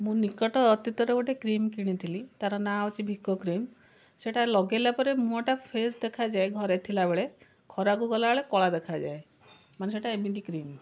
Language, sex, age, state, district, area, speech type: Odia, female, 45-60, Odisha, Cuttack, urban, spontaneous